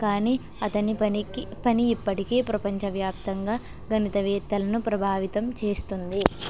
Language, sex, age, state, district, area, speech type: Telugu, male, 45-60, Andhra Pradesh, West Godavari, rural, spontaneous